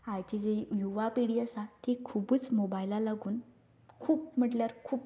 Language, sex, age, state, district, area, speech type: Goan Konkani, female, 18-30, Goa, Canacona, rural, spontaneous